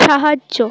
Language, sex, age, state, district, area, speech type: Bengali, female, 18-30, West Bengal, Purba Medinipur, rural, read